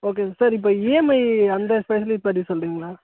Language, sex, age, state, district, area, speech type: Tamil, male, 18-30, Tamil Nadu, Tiruvannamalai, rural, conversation